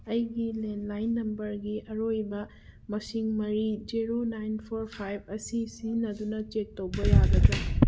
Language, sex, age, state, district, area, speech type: Manipuri, female, 45-60, Manipur, Churachandpur, rural, read